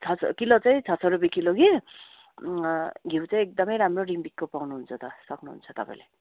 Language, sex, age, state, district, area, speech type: Nepali, female, 45-60, West Bengal, Darjeeling, rural, conversation